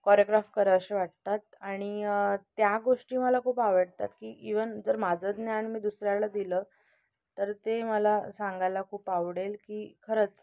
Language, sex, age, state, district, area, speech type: Marathi, female, 18-30, Maharashtra, Nashik, urban, spontaneous